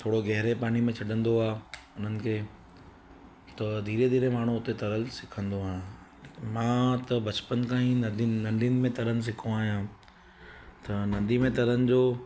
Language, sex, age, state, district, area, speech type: Sindhi, male, 30-45, Gujarat, Surat, urban, spontaneous